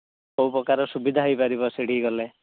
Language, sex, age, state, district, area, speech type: Odia, male, 18-30, Odisha, Ganjam, urban, conversation